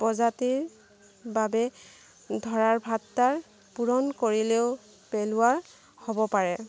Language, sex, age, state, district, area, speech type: Assamese, female, 45-60, Assam, Morigaon, rural, spontaneous